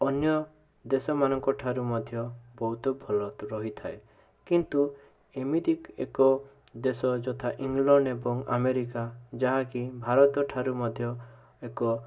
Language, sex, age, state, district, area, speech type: Odia, male, 18-30, Odisha, Bhadrak, rural, spontaneous